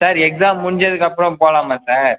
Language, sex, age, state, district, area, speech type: Tamil, female, 18-30, Tamil Nadu, Cuddalore, rural, conversation